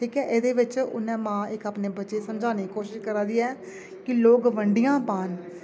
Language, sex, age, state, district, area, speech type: Dogri, female, 30-45, Jammu and Kashmir, Jammu, rural, spontaneous